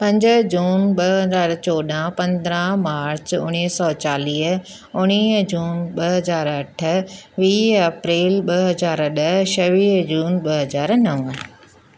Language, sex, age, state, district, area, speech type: Sindhi, female, 60+, Maharashtra, Thane, urban, spontaneous